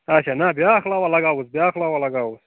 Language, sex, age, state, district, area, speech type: Kashmiri, male, 18-30, Jammu and Kashmir, Budgam, rural, conversation